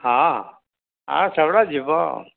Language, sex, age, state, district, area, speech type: Odia, male, 60+, Odisha, Dhenkanal, rural, conversation